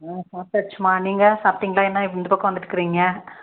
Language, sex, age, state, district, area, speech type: Tamil, female, 30-45, Tamil Nadu, Dharmapuri, rural, conversation